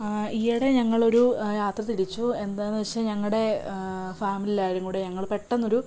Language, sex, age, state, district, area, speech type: Malayalam, female, 18-30, Kerala, Kottayam, rural, spontaneous